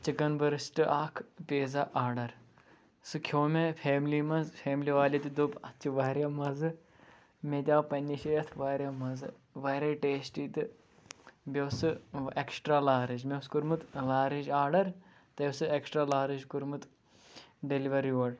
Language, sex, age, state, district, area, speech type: Kashmiri, male, 18-30, Jammu and Kashmir, Pulwama, urban, spontaneous